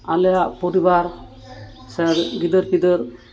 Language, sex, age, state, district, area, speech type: Santali, male, 30-45, West Bengal, Dakshin Dinajpur, rural, spontaneous